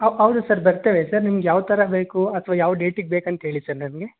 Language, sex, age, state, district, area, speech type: Kannada, male, 18-30, Karnataka, Tumkur, urban, conversation